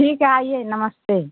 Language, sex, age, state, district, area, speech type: Hindi, female, 60+, Uttar Pradesh, Mau, rural, conversation